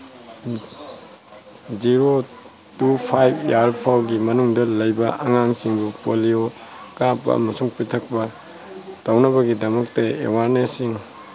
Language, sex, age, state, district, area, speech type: Manipuri, male, 45-60, Manipur, Tengnoupal, rural, spontaneous